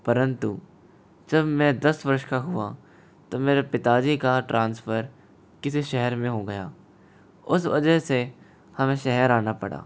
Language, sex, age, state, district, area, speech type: Hindi, male, 60+, Rajasthan, Jaipur, urban, spontaneous